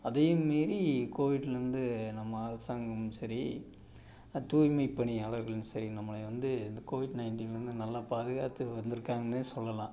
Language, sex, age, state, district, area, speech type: Tamil, male, 45-60, Tamil Nadu, Tiruppur, rural, spontaneous